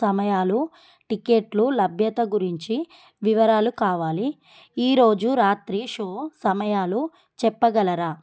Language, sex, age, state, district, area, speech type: Telugu, female, 30-45, Telangana, Adilabad, rural, spontaneous